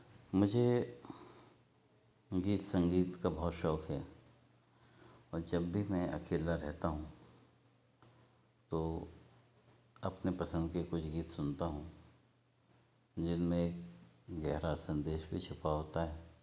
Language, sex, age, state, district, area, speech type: Hindi, male, 60+, Madhya Pradesh, Betul, urban, spontaneous